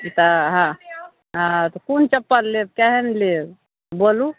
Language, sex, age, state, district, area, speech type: Maithili, female, 45-60, Bihar, Madhepura, rural, conversation